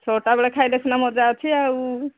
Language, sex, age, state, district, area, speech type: Odia, female, 45-60, Odisha, Angul, rural, conversation